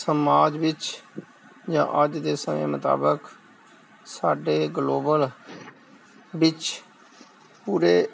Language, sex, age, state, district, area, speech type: Punjabi, male, 45-60, Punjab, Gurdaspur, rural, spontaneous